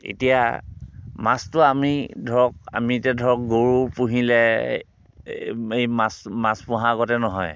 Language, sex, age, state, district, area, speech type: Assamese, male, 45-60, Assam, Dhemaji, rural, spontaneous